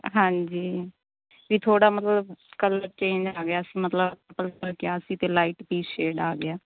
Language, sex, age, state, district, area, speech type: Punjabi, female, 30-45, Punjab, Mansa, urban, conversation